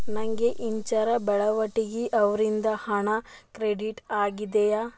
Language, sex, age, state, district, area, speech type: Kannada, female, 18-30, Karnataka, Bidar, urban, read